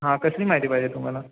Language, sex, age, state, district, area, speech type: Marathi, male, 18-30, Maharashtra, Ratnagiri, rural, conversation